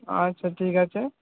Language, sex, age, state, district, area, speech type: Bengali, male, 18-30, West Bengal, Paschim Medinipur, rural, conversation